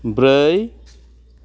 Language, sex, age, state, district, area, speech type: Bodo, male, 30-45, Assam, Kokrajhar, rural, read